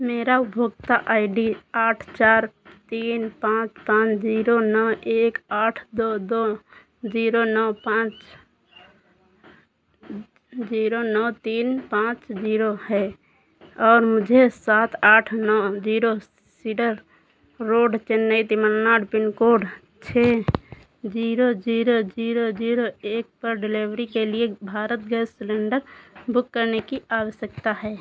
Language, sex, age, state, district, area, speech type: Hindi, female, 30-45, Uttar Pradesh, Sitapur, rural, read